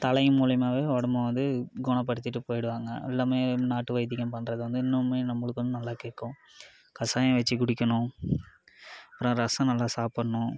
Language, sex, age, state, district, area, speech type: Tamil, male, 18-30, Tamil Nadu, Dharmapuri, rural, spontaneous